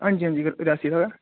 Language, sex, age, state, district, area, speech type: Dogri, male, 18-30, Jammu and Kashmir, Reasi, rural, conversation